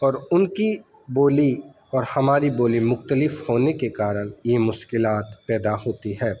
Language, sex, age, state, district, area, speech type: Urdu, male, 30-45, Delhi, North East Delhi, urban, spontaneous